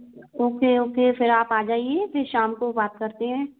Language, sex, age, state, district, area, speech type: Hindi, female, 45-60, Madhya Pradesh, Gwalior, rural, conversation